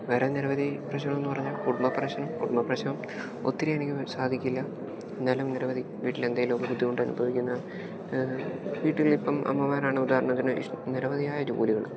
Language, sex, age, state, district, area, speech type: Malayalam, male, 18-30, Kerala, Idukki, rural, spontaneous